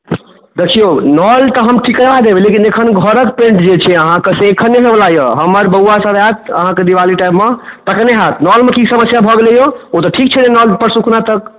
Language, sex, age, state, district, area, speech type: Maithili, male, 18-30, Bihar, Darbhanga, rural, conversation